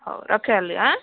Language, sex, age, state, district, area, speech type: Odia, female, 30-45, Odisha, Bhadrak, rural, conversation